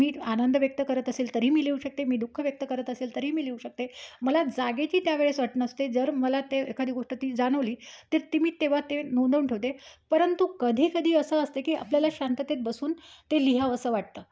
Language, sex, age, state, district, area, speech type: Marathi, female, 30-45, Maharashtra, Amravati, rural, spontaneous